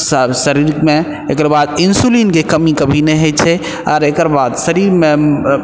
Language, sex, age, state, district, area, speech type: Maithili, male, 18-30, Bihar, Purnia, urban, spontaneous